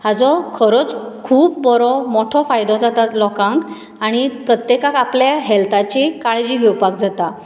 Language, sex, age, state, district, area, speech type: Goan Konkani, female, 30-45, Goa, Bardez, urban, spontaneous